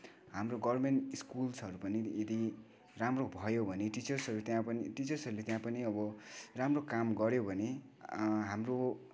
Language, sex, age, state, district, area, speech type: Nepali, male, 18-30, West Bengal, Kalimpong, rural, spontaneous